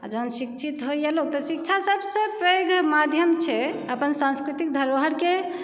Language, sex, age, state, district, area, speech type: Maithili, female, 30-45, Bihar, Saharsa, rural, spontaneous